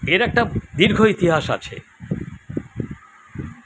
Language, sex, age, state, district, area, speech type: Bengali, male, 60+, West Bengal, Kolkata, urban, spontaneous